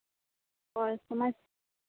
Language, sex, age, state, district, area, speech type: Santali, female, 30-45, Jharkhand, Seraikela Kharsawan, rural, conversation